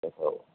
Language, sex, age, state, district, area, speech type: Odia, male, 45-60, Odisha, Sundergarh, rural, conversation